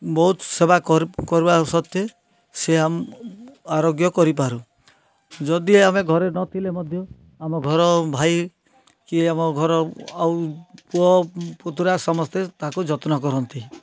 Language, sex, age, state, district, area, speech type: Odia, male, 60+, Odisha, Kalahandi, rural, spontaneous